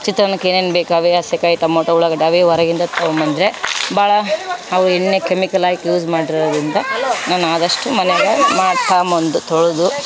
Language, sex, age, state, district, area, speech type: Kannada, female, 30-45, Karnataka, Vijayanagara, rural, spontaneous